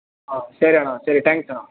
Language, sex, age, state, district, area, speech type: Kannada, male, 18-30, Karnataka, Chamarajanagar, rural, conversation